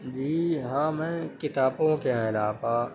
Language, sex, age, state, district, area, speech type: Urdu, male, 30-45, Uttar Pradesh, Gautam Buddha Nagar, urban, spontaneous